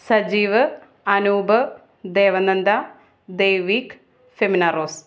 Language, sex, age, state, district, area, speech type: Malayalam, female, 30-45, Kerala, Ernakulam, urban, spontaneous